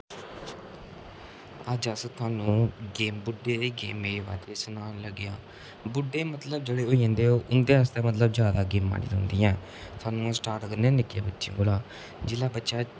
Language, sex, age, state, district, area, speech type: Dogri, male, 18-30, Jammu and Kashmir, Kathua, rural, spontaneous